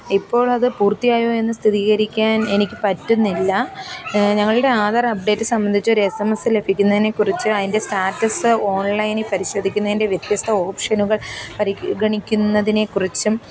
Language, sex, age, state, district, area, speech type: Malayalam, female, 30-45, Kerala, Kollam, rural, spontaneous